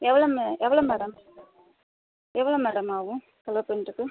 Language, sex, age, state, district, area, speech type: Tamil, female, 30-45, Tamil Nadu, Tiruchirappalli, rural, conversation